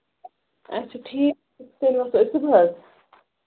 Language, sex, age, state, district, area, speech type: Kashmiri, female, 18-30, Jammu and Kashmir, Budgam, rural, conversation